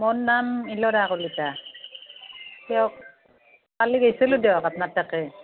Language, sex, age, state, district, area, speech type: Assamese, female, 45-60, Assam, Barpeta, rural, conversation